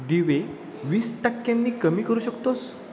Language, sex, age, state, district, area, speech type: Marathi, male, 18-30, Maharashtra, Satara, urban, read